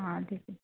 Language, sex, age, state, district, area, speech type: Marathi, female, 18-30, Maharashtra, Satara, rural, conversation